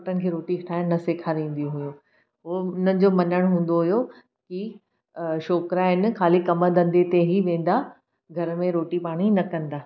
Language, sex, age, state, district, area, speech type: Sindhi, female, 30-45, Maharashtra, Thane, urban, spontaneous